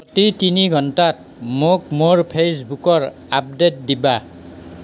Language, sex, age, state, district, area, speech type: Assamese, male, 60+, Assam, Nalbari, rural, read